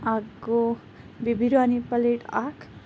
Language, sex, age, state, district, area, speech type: Kashmiri, female, 30-45, Jammu and Kashmir, Pulwama, rural, spontaneous